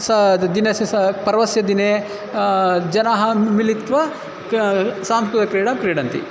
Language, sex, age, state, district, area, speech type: Sanskrit, male, 30-45, Karnataka, Bangalore Urban, urban, spontaneous